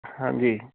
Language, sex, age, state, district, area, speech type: Punjabi, male, 45-60, Punjab, Tarn Taran, urban, conversation